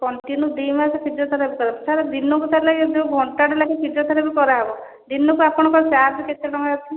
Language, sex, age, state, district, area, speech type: Odia, female, 30-45, Odisha, Khordha, rural, conversation